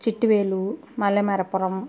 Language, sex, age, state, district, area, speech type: Telugu, female, 30-45, Andhra Pradesh, Kadapa, rural, spontaneous